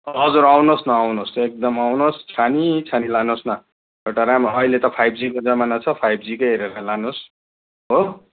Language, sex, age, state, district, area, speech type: Nepali, male, 60+, West Bengal, Kalimpong, rural, conversation